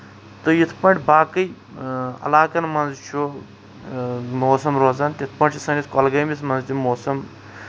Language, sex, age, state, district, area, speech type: Kashmiri, male, 45-60, Jammu and Kashmir, Kulgam, rural, spontaneous